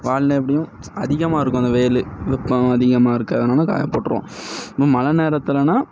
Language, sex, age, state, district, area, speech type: Tamil, male, 18-30, Tamil Nadu, Thoothukudi, rural, spontaneous